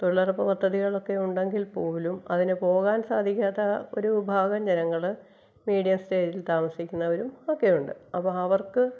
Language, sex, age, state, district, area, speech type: Malayalam, female, 45-60, Kerala, Kottayam, rural, spontaneous